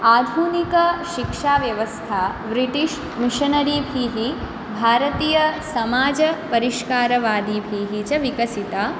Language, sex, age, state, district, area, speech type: Sanskrit, female, 18-30, West Bengal, Dakshin Dinajpur, urban, spontaneous